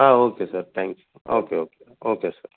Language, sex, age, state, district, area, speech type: Tamil, male, 45-60, Tamil Nadu, Dharmapuri, rural, conversation